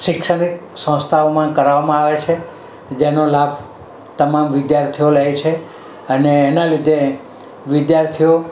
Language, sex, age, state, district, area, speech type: Gujarati, male, 60+, Gujarat, Valsad, urban, spontaneous